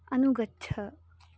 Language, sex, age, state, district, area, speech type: Sanskrit, female, 18-30, Karnataka, Dharwad, urban, read